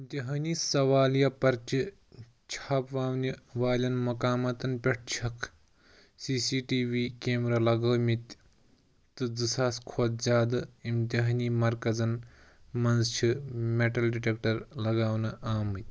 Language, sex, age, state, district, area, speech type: Kashmiri, male, 18-30, Jammu and Kashmir, Pulwama, rural, read